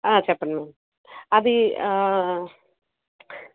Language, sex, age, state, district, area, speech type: Telugu, female, 30-45, Telangana, Peddapalli, rural, conversation